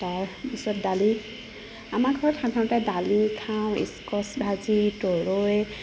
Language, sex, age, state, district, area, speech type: Assamese, female, 30-45, Assam, Nagaon, rural, spontaneous